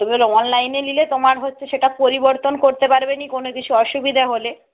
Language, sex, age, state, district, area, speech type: Bengali, female, 45-60, West Bengal, Purba Medinipur, rural, conversation